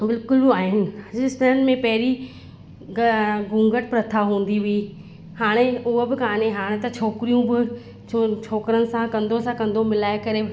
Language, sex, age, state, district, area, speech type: Sindhi, female, 30-45, Rajasthan, Ajmer, urban, spontaneous